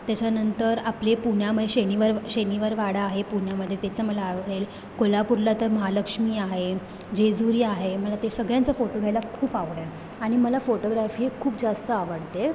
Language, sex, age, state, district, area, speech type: Marathi, female, 18-30, Maharashtra, Mumbai Suburban, urban, spontaneous